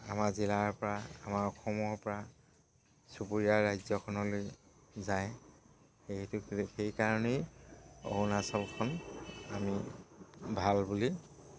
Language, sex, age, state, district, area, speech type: Assamese, male, 45-60, Assam, Dhemaji, rural, spontaneous